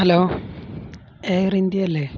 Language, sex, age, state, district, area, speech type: Malayalam, male, 18-30, Kerala, Kozhikode, rural, spontaneous